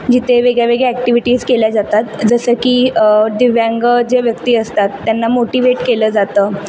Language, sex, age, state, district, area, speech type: Marathi, female, 18-30, Maharashtra, Mumbai City, urban, spontaneous